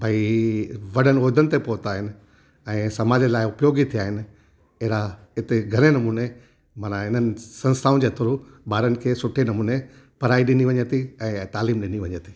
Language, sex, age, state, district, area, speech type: Sindhi, male, 60+, Gujarat, Junagadh, rural, spontaneous